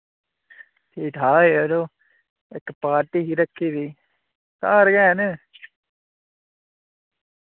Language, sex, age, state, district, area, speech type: Dogri, male, 18-30, Jammu and Kashmir, Udhampur, rural, conversation